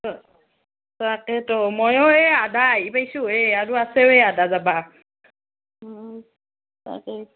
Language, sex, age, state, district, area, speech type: Assamese, female, 18-30, Assam, Nalbari, rural, conversation